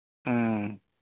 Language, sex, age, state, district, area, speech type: Manipuri, male, 45-60, Manipur, Imphal East, rural, conversation